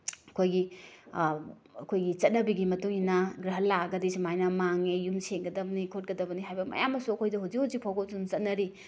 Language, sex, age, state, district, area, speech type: Manipuri, female, 30-45, Manipur, Bishnupur, rural, spontaneous